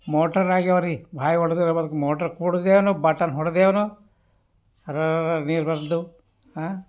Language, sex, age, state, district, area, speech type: Kannada, male, 60+, Karnataka, Bidar, urban, spontaneous